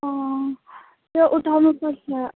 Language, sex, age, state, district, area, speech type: Nepali, female, 18-30, West Bengal, Jalpaiguri, rural, conversation